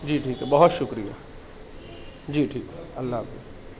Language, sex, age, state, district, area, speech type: Urdu, male, 45-60, Maharashtra, Nashik, urban, spontaneous